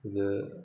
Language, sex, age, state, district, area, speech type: Malayalam, male, 45-60, Kerala, Alappuzha, rural, spontaneous